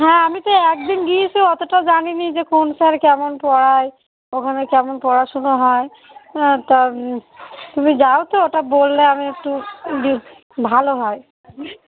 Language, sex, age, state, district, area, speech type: Bengali, female, 30-45, West Bengal, Darjeeling, urban, conversation